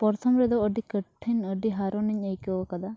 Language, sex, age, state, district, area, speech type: Santali, female, 18-30, Jharkhand, Pakur, rural, spontaneous